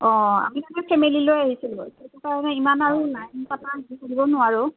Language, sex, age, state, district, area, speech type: Assamese, female, 30-45, Assam, Kamrup Metropolitan, urban, conversation